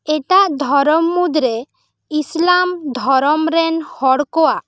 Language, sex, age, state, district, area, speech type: Santali, female, 18-30, West Bengal, Bankura, rural, spontaneous